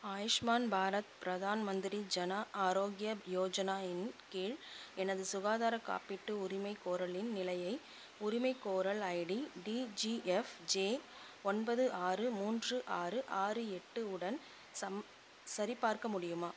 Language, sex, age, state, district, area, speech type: Tamil, female, 45-60, Tamil Nadu, Chengalpattu, rural, read